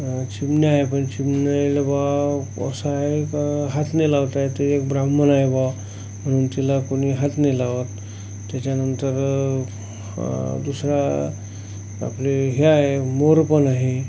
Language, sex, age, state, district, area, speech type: Marathi, male, 45-60, Maharashtra, Amravati, rural, spontaneous